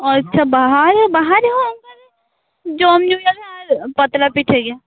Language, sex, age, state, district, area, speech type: Santali, female, 18-30, West Bengal, Purba Bardhaman, rural, conversation